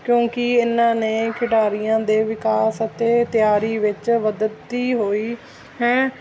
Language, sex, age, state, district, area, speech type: Punjabi, female, 30-45, Punjab, Mansa, urban, spontaneous